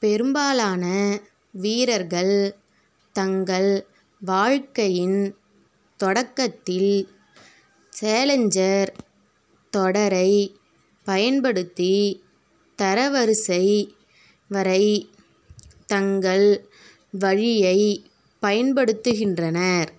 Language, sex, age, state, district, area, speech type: Tamil, female, 30-45, Tamil Nadu, Tiruvarur, urban, read